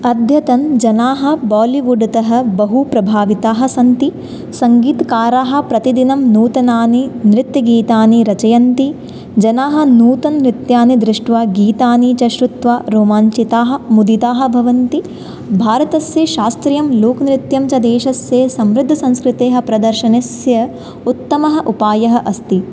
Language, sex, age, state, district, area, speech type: Sanskrit, female, 18-30, Rajasthan, Jaipur, urban, spontaneous